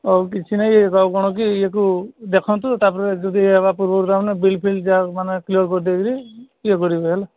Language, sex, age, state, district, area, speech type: Odia, male, 30-45, Odisha, Sambalpur, rural, conversation